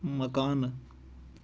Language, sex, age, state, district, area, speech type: Kashmiri, male, 18-30, Jammu and Kashmir, Kulgam, rural, read